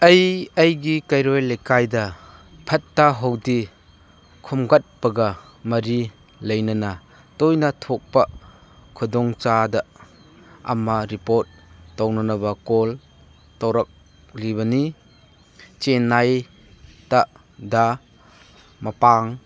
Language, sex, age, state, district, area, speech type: Manipuri, male, 60+, Manipur, Chandel, rural, read